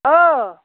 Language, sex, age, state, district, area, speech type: Bodo, female, 45-60, Assam, Udalguri, rural, conversation